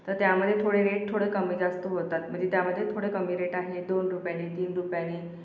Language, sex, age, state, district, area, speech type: Marathi, female, 18-30, Maharashtra, Akola, urban, spontaneous